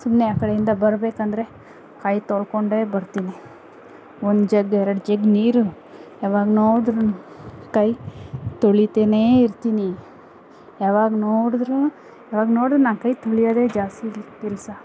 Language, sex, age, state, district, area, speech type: Kannada, female, 30-45, Karnataka, Kolar, urban, spontaneous